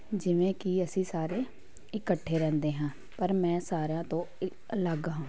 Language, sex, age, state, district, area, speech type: Punjabi, female, 18-30, Punjab, Patiala, rural, spontaneous